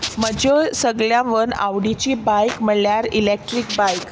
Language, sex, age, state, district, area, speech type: Goan Konkani, female, 30-45, Goa, Salcete, rural, spontaneous